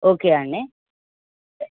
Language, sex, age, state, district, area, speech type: Telugu, female, 18-30, Telangana, Hyderabad, rural, conversation